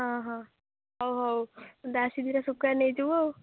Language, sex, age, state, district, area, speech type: Odia, female, 18-30, Odisha, Jagatsinghpur, rural, conversation